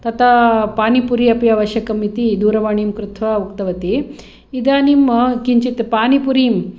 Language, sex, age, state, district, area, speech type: Sanskrit, female, 45-60, Karnataka, Hassan, rural, spontaneous